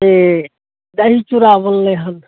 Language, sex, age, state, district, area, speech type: Maithili, male, 45-60, Bihar, Saharsa, rural, conversation